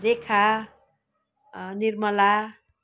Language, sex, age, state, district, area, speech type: Nepali, female, 60+, West Bengal, Kalimpong, rural, spontaneous